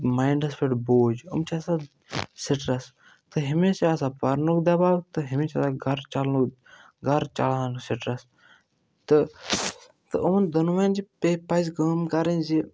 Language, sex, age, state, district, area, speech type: Kashmiri, male, 18-30, Jammu and Kashmir, Baramulla, rural, spontaneous